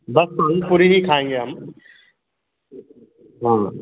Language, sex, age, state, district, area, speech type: Hindi, male, 18-30, Madhya Pradesh, Jabalpur, urban, conversation